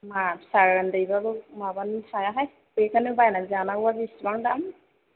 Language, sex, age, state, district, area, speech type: Bodo, female, 30-45, Assam, Chirang, urban, conversation